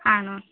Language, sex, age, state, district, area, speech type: Malayalam, female, 30-45, Kerala, Wayanad, rural, conversation